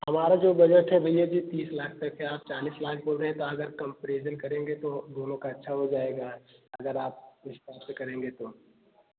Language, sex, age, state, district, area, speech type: Hindi, male, 18-30, Uttar Pradesh, Jaunpur, rural, conversation